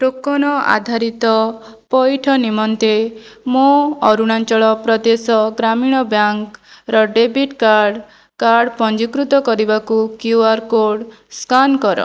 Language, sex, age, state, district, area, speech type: Odia, female, 18-30, Odisha, Jajpur, rural, read